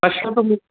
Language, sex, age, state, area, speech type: Sanskrit, male, 18-30, Tripura, rural, conversation